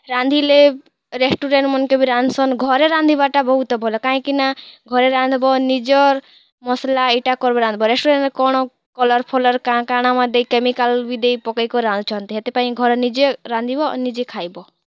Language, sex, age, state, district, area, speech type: Odia, female, 18-30, Odisha, Kalahandi, rural, spontaneous